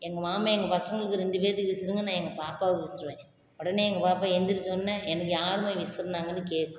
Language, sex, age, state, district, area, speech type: Tamil, female, 30-45, Tamil Nadu, Salem, rural, spontaneous